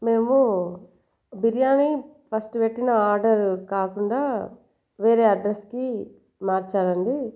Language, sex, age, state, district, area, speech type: Telugu, female, 30-45, Telangana, Jagtial, rural, spontaneous